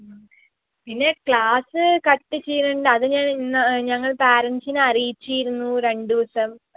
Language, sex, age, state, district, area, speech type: Malayalam, female, 18-30, Kerala, Palakkad, rural, conversation